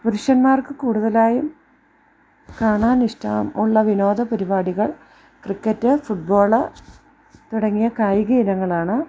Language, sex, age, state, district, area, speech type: Malayalam, female, 30-45, Kerala, Idukki, rural, spontaneous